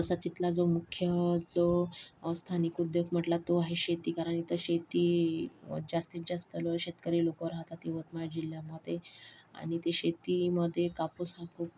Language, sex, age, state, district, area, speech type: Marathi, female, 45-60, Maharashtra, Yavatmal, rural, spontaneous